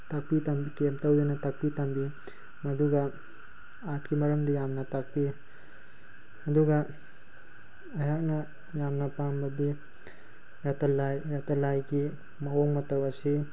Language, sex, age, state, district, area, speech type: Manipuri, male, 18-30, Manipur, Tengnoupal, urban, spontaneous